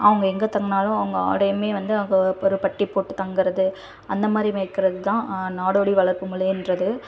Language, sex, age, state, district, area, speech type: Tamil, female, 18-30, Tamil Nadu, Tirunelveli, rural, spontaneous